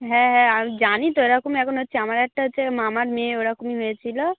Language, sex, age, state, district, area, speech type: Bengali, female, 18-30, West Bengal, Dakshin Dinajpur, urban, conversation